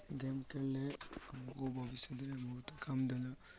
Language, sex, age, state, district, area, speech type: Odia, male, 18-30, Odisha, Malkangiri, urban, spontaneous